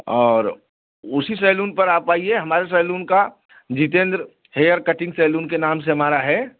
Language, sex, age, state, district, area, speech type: Hindi, male, 45-60, Uttar Pradesh, Bhadohi, urban, conversation